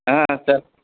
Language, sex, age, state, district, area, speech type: Kannada, male, 30-45, Karnataka, Belgaum, rural, conversation